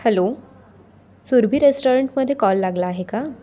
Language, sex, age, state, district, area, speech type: Marathi, female, 18-30, Maharashtra, Raigad, rural, spontaneous